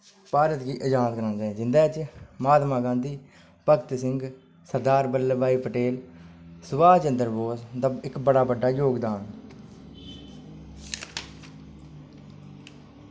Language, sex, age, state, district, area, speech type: Dogri, male, 45-60, Jammu and Kashmir, Udhampur, rural, spontaneous